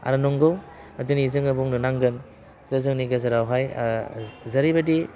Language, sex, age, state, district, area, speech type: Bodo, male, 30-45, Assam, Udalguri, urban, spontaneous